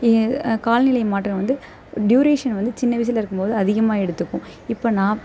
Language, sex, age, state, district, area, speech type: Tamil, female, 18-30, Tamil Nadu, Perambalur, rural, spontaneous